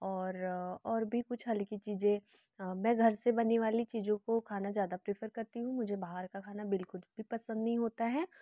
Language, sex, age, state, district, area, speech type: Hindi, female, 18-30, Madhya Pradesh, Betul, rural, spontaneous